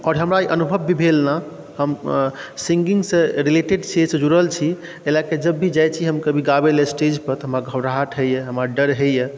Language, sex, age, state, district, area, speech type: Maithili, male, 30-45, Bihar, Supaul, rural, spontaneous